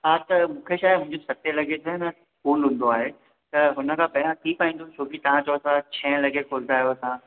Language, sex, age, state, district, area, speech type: Sindhi, male, 18-30, Gujarat, Surat, urban, conversation